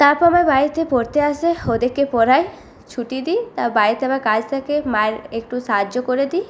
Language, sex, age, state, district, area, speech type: Bengali, female, 18-30, West Bengal, Purulia, urban, spontaneous